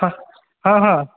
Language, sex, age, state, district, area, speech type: Odia, male, 45-60, Odisha, Bhadrak, rural, conversation